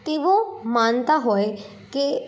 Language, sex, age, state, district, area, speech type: Gujarati, female, 18-30, Gujarat, Anand, urban, spontaneous